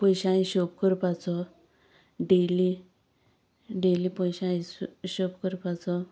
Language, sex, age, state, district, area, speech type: Goan Konkani, female, 30-45, Goa, Sanguem, rural, spontaneous